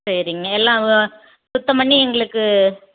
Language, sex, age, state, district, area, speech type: Tamil, female, 45-60, Tamil Nadu, Erode, rural, conversation